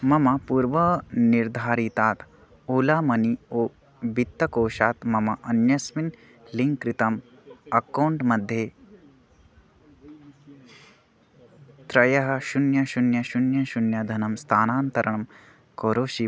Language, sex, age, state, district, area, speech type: Sanskrit, male, 18-30, Odisha, Bargarh, rural, read